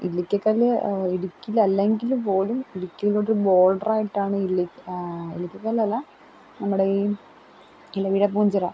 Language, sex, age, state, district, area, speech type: Malayalam, female, 18-30, Kerala, Kollam, rural, spontaneous